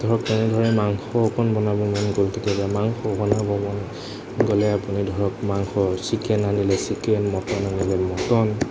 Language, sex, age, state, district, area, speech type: Assamese, male, 18-30, Assam, Nagaon, rural, spontaneous